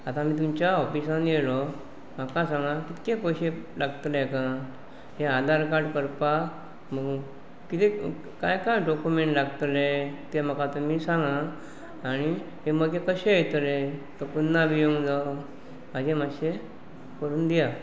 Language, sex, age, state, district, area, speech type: Goan Konkani, male, 45-60, Goa, Pernem, rural, spontaneous